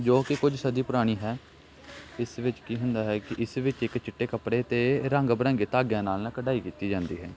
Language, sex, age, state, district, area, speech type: Punjabi, male, 18-30, Punjab, Gurdaspur, rural, spontaneous